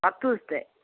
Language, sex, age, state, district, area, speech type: Malayalam, male, 18-30, Kerala, Wayanad, rural, conversation